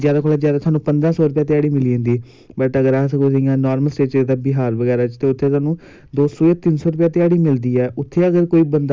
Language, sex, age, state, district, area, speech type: Dogri, male, 18-30, Jammu and Kashmir, Samba, urban, spontaneous